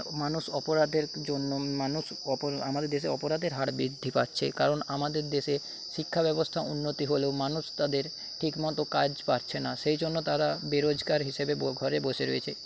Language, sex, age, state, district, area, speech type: Bengali, male, 45-60, West Bengal, Paschim Medinipur, rural, spontaneous